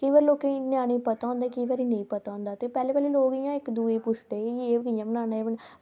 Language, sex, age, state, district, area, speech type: Dogri, female, 18-30, Jammu and Kashmir, Samba, rural, spontaneous